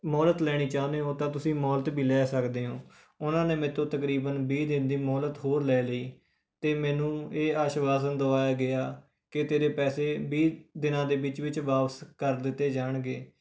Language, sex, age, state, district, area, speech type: Punjabi, male, 18-30, Punjab, Rupnagar, rural, spontaneous